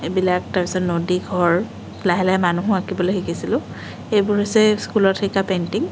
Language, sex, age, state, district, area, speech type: Assamese, female, 18-30, Assam, Sonitpur, urban, spontaneous